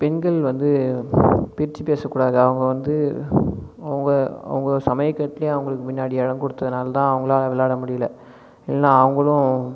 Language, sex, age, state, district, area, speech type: Tamil, male, 18-30, Tamil Nadu, Cuddalore, rural, spontaneous